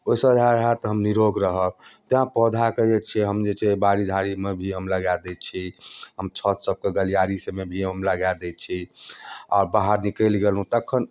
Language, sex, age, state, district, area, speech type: Maithili, male, 30-45, Bihar, Darbhanga, rural, spontaneous